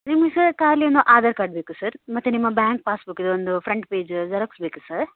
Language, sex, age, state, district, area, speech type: Kannada, female, 18-30, Karnataka, Dakshina Kannada, rural, conversation